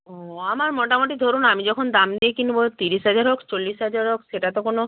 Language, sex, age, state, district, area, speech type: Bengali, female, 45-60, West Bengal, Purba Medinipur, rural, conversation